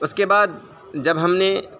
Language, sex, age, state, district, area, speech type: Urdu, male, 18-30, Uttar Pradesh, Saharanpur, urban, spontaneous